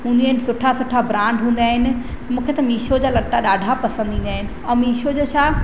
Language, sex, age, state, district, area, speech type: Sindhi, female, 30-45, Madhya Pradesh, Katni, rural, spontaneous